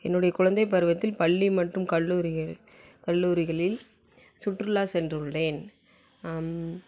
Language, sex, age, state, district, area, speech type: Tamil, female, 18-30, Tamil Nadu, Salem, rural, spontaneous